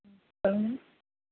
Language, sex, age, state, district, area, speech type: Tamil, female, 18-30, Tamil Nadu, Sivaganga, rural, conversation